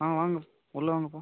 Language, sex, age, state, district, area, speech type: Tamil, male, 30-45, Tamil Nadu, Ariyalur, rural, conversation